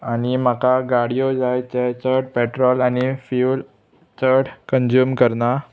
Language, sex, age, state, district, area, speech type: Goan Konkani, male, 18-30, Goa, Murmgao, urban, spontaneous